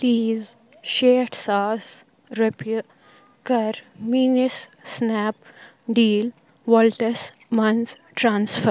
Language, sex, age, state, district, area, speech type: Kashmiri, female, 18-30, Jammu and Kashmir, Kupwara, rural, read